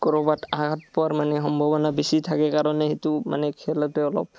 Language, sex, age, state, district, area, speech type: Assamese, male, 18-30, Assam, Barpeta, rural, spontaneous